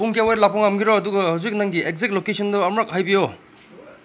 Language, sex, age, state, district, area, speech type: Manipuri, male, 30-45, Manipur, Senapati, rural, spontaneous